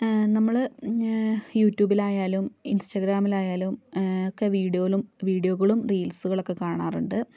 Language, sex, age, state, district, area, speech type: Malayalam, female, 30-45, Kerala, Kozhikode, urban, spontaneous